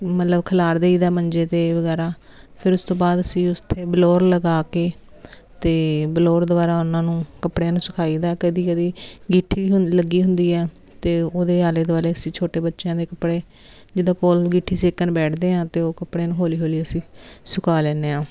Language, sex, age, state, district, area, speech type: Punjabi, female, 30-45, Punjab, Jalandhar, urban, spontaneous